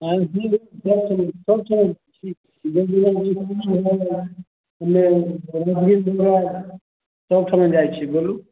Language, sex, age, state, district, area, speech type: Maithili, male, 18-30, Bihar, Samastipur, urban, conversation